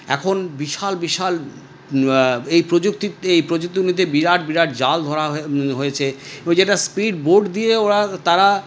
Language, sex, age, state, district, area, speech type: Bengali, male, 60+, West Bengal, Paschim Bardhaman, urban, spontaneous